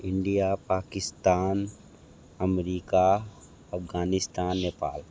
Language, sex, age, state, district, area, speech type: Hindi, male, 45-60, Uttar Pradesh, Sonbhadra, rural, spontaneous